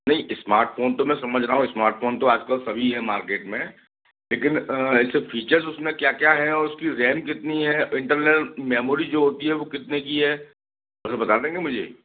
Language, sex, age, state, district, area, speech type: Hindi, male, 30-45, Madhya Pradesh, Gwalior, rural, conversation